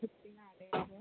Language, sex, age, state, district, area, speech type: Tamil, female, 18-30, Tamil Nadu, Chennai, urban, conversation